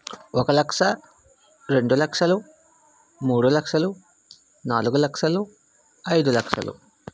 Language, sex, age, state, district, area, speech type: Telugu, male, 18-30, Andhra Pradesh, Vizianagaram, rural, spontaneous